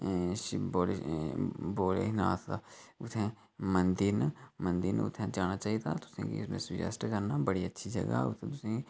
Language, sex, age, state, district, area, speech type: Dogri, male, 30-45, Jammu and Kashmir, Udhampur, rural, spontaneous